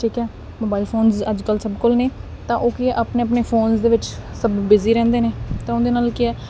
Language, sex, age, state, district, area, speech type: Punjabi, female, 18-30, Punjab, Muktsar, urban, spontaneous